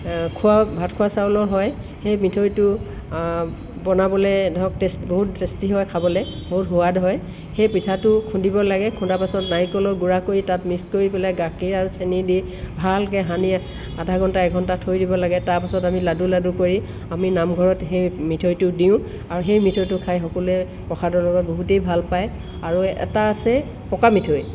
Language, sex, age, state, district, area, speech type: Assamese, female, 60+, Assam, Tinsukia, rural, spontaneous